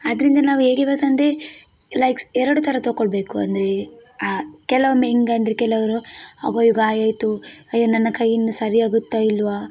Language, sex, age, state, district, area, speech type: Kannada, female, 18-30, Karnataka, Udupi, rural, spontaneous